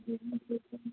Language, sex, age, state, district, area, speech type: Hindi, male, 30-45, Rajasthan, Jaipur, urban, conversation